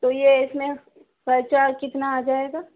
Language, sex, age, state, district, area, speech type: Urdu, female, 30-45, Delhi, East Delhi, urban, conversation